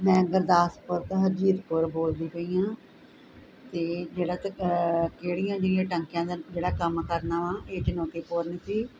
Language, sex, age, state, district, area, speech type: Punjabi, female, 45-60, Punjab, Gurdaspur, rural, spontaneous